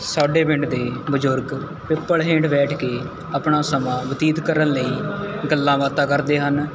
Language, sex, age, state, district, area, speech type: Punjabi, male, 18-30, Punjab, Mohali, rural, spontaneous